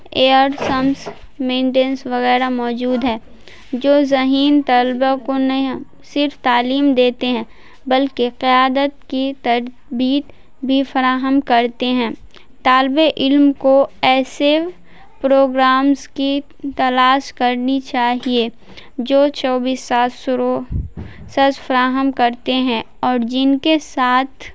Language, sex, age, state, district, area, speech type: Urdu, female, 18-30, Bihar, Madhubani, urban, spontaneous